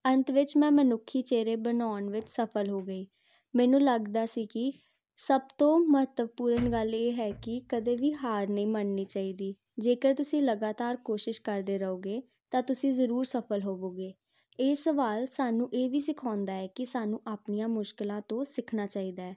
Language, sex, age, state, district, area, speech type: Punjabi, female, 18-30, Punjab, Jalandhar, urban, spontaneous